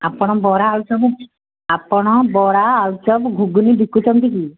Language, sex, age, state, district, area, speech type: Odia, female, 60+, Odisha, Gajapati, rural, conversation